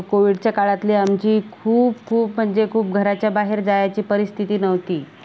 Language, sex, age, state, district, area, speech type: Marathi, female, 45-60, Maharashtra, Buldhana, rural, spontaneous